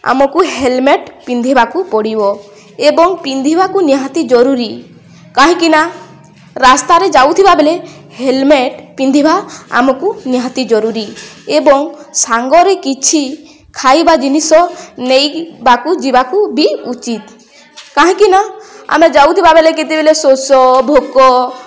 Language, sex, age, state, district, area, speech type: Odia, female, 18-30, Odisha, Balangir, urban, spontaneous